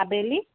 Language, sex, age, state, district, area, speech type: Assamese, female, 45-60, Assam, Jorhat, urban, conversation